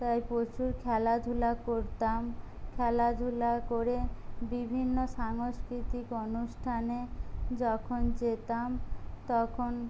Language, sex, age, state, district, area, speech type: Bengali, female, 30-45, West Bengal, Jhargram, rural, spontaneous